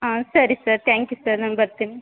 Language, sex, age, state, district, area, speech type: Kannada, female, 18-30, Karnataka, Chamarajanagar, rural, conversation